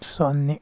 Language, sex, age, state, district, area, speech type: Kannada, male, 18-30, Karnataka, Chikkaballapur, rural, read